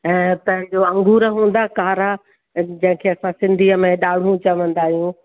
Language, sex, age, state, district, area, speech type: Sindhi, female, 60+, Uttar Pradesh, Lucknow, urban, conversation